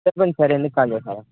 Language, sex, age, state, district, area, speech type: Telugu, male, 18-30, Telangana, Bhadradri Kothagudem, urban, conversation